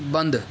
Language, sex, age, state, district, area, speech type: Urdu, male, 30-45, Maharashtra, Nashik, urban, read